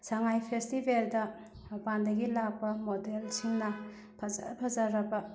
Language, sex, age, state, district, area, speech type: Manipuri, female, 30-45, Manipur, Bishnupur, rural, spontaneous